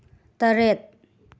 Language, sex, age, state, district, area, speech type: Manipuri, female, 30-45, Manipur, Imphal West, urban, read